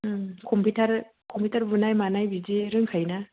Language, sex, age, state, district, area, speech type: Bodo, female, 18-30, Assam, Kokrajhar, urban, conversation